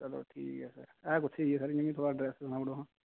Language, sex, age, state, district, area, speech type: Dogri, male, 18-30, Jammu and Kashmir, Jammu, urban, conversation